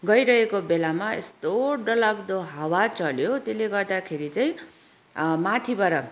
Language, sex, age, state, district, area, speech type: Nepali, female, 30-45, West Bengal, Kalimpong, rural, spontaneous